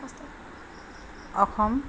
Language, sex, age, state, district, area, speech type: Assamese, female, 60+, Assam, Charaideo, urban, spontaneous